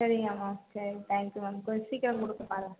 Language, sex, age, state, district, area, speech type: Tamil, female, 45-60, Tamil Nadu, Cuddalore, rural, conversation